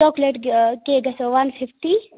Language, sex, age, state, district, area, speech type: Kashmiri, female, 30-45, Jammu and Kashmir, Ganderbal, rural, conversation